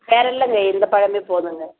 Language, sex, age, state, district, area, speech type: Tamil, female, 18-30, Tamil Nadu, Kallakurichi, rural, conversation